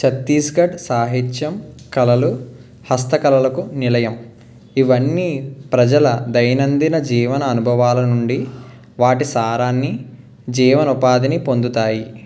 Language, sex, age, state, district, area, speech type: Telugu, male, 18-30, Andhra Pradesh, Guntur, urban, read